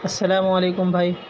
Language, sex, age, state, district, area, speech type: Urdu, male, 30-45, Uttar Pradesh, Shahjahanpur, urban, spontaneous